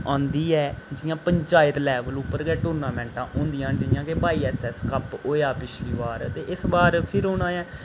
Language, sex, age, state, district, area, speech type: Dogri, male, 18-30, Jammu and Kashmir, Reasi, rural, spontaneous